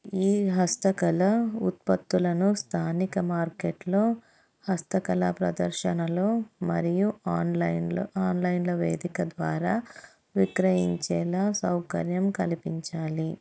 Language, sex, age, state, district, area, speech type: Telugu, female, 30-45, Andhra Pradesh, Anantapur, urban, spontaneous